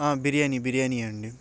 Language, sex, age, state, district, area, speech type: Telugu, male, 18-30, Andhra Pradesh, Bapatla, urban, spontaneous